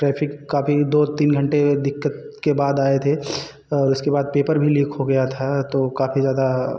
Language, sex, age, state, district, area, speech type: Hindi, male, 18-30, Uttar Pradesh, Jaunpur, urban, spontaneous